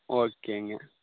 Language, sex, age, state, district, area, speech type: Tamil, male, 18-30, Tamil Nadu, Coimbatore, urban, conversation